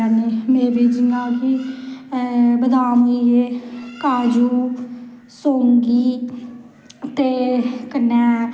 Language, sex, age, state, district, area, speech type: Dogri, female, 30-45, Jammu and Kashmir, Samba, rural, spontaneous